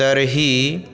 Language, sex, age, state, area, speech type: Sanskrit, male, 18-30, Rajasthan, urban, spontaneous